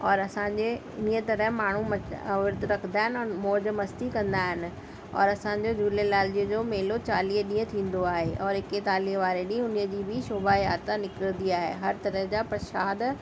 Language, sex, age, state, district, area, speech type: Sindhi, female, 45-60, Delhi, South Delhi, urban, spontaneous